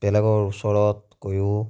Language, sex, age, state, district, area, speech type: Assamese, male, 30-45, Assam, Biswanath, rural, spontaneous